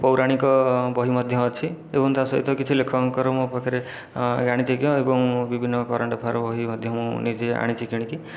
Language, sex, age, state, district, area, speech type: Odia, male, 30-45, Odisha, Khordha, rural, spontaneous